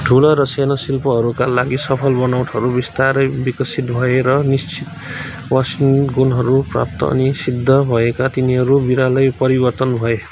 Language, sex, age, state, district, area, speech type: Nepali, male, 30-45, West Bengal, Kalimpong, rural, read